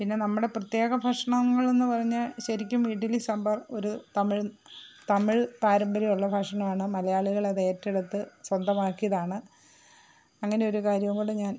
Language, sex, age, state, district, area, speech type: Malayalam, female, 45-60, Kerala, Thiruvananthapuram, urban, spontaneous